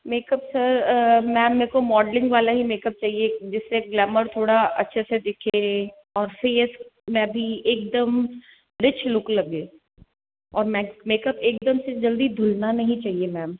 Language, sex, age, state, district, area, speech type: Hindi, female, 60+, Rajasthan, Jodhpur, urban, conversation